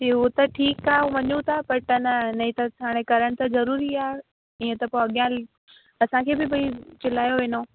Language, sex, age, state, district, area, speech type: Sindhi, female, 18-30, Rajasthan, Ajmer, urban, conversation